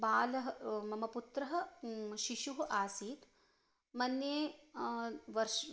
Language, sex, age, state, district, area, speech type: Sanskrit, female, 30-45, Karnataka, Shimoga, rural, spontaneous